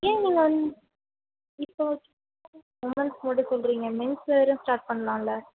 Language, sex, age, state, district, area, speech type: Tamil, female, 18-30, Tamil Nadu, Sivaganga, rural, conversation